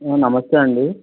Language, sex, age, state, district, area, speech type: Telugu, male, 45-60, Andhra Pradesh, Eluru, urban, conversation